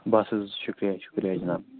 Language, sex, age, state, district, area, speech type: Kashmiri, male, 18-30, Jammu and Kashmir, Kupwara, rural, conversation